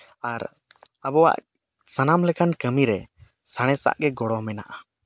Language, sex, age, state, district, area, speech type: Santali, male, 30-45, Jharkhand, East Singhbhum, rural, spontaneous